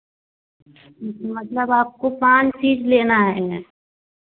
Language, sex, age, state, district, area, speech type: Hindi, female, 30-45, Uttar Pradesh, Varanasi, rural, conversation